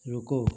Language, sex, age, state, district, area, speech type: Hindi, male, 60+, Uttar Pradesh, Mau, rural, read